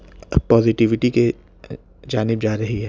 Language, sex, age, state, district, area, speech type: Urdu, male, 18-30, Delhi, South Delhi, urban, spontaneous